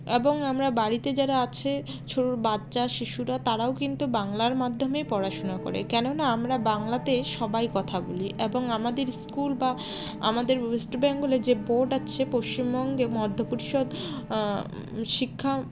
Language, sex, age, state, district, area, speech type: Bengali, female, 45-60, West Bengal, Jalpaiguri, rural, spontaneous